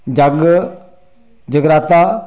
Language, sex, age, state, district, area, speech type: Dogri, male, 45-60, Jammu and Kashmir, Reasi, rural, spontaneous